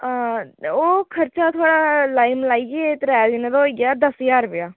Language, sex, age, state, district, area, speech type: Dogri, female, 18-30, Jammu and Kashmir, Udhampur, rural, conversation